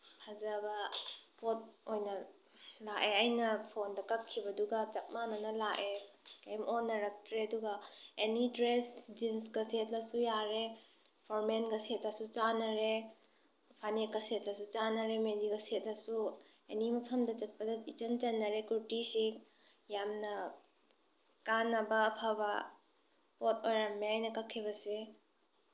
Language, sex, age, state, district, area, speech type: Manipuri, female, 18-30, Manipur, Tengnoupal, rural, spontaneous